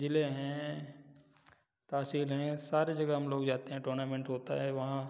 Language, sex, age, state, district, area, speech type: Hindi, male, 30-45, Uttar Pradesh, Prayagraj, urban, spontaneous